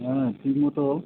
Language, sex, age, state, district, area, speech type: Bengali, male, 30-45, West Bengal, Howrah, urban, conversation